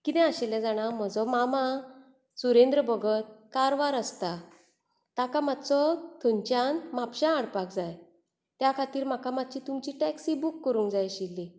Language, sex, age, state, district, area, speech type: Goan Konkani, female, 45-60, Goa, Bardez, urban, spontaneous